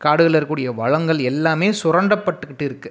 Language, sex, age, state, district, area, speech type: Tamil, male, 18-30, Tamil Nadu, Pudukkottai, rural, spontaneous